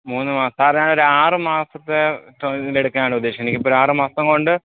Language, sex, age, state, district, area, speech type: Malayalam, male, 30-45, Kerala, Alappuzha, rural, conversation